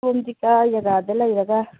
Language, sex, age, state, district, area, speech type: Manipuri, female, 45-60, Manipur, Churachandpur, urban, conversation